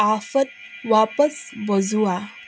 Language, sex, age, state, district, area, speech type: Assamese, female, 45-60, Assam, Dibrugarh, rural, read